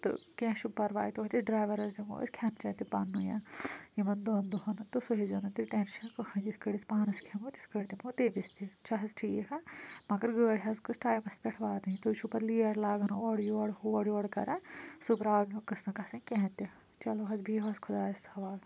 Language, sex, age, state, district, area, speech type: Kashmiri, female, 30-45, Jammu and Kashmir, Kulgam, rural, spontaneous